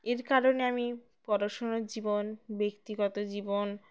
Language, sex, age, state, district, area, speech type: Bengali, female, 18-30, West Bengal, Birbhum, urban, spontaneous